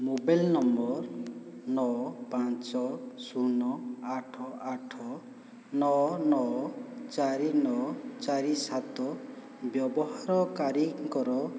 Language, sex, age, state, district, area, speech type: Odia, male, 60+, Odisha, Boudh, rural, read